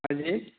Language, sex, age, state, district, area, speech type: Hindi, male, 30-45, Bihar, Madhepura, rural, conversation